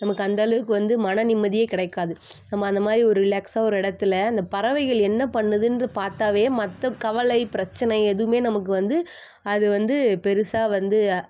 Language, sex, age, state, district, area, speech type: Tamil, female, 18-30, Tamil Nadu, Chennai, urban, spontaneous